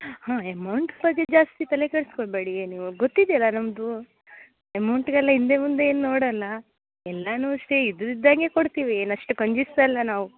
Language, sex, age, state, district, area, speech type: Kannada, female, 30-45, Karnataka, Uttara Kannada, rural, conversation